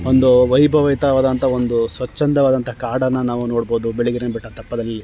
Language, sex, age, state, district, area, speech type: Kannada, male, 30-45, Karnataka, Chamarajanagar, rural, spontaneous